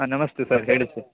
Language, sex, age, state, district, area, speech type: Kannada, male, 18-30, Karnataka, Uttara Kannada, rural, conversation